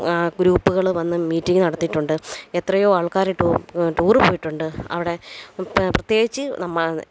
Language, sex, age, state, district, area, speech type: Malayalam, female, 30-45, Kerala, Alappuzha, rural, spontaneous